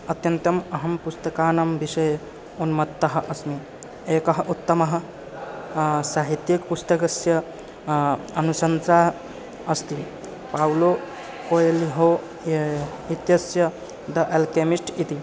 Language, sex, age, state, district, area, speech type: Sanskrit, male, 18-30, Bihar, East Champaran, rural, spontaneous